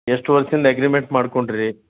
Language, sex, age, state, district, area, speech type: Kannada, male, 60+, Karnataka, Gulbarga, urban, conversation